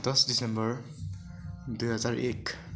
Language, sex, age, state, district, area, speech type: Nepali, male, 18-30, West Bengal, Darjeeling, rural, spontaneous